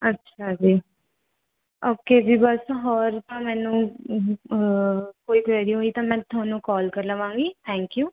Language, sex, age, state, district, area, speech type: Punjabi, female, 18-30, Punjab, Rupnagar, urban, conversation